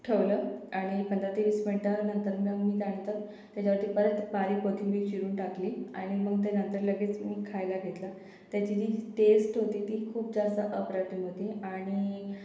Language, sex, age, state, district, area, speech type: Marathi, female, 45-60, Maharashtra, Yavatmal, urban, spontaneous